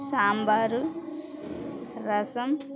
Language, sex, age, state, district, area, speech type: Telugu, female, 30-45, Andhra Pradesh, Bapatla, rural, spontaneous